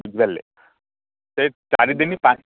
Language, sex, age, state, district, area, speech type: Odia, male, 45-60, Odisha, Koraput, rural, conversation